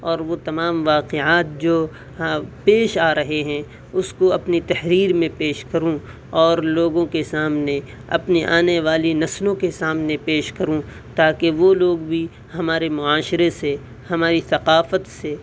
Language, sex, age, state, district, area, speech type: Urdu, male, 18-30, Delhi, South Delhi, urban, spontaneous